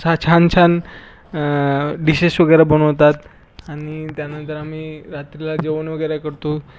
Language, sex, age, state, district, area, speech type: Marathi, male, 18-30, Maharashtra, Washim, urban, spontaneous